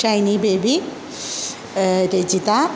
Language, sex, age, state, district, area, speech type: Malayalam, female, 45-60, Kerala, Kollam, rural, spontaneous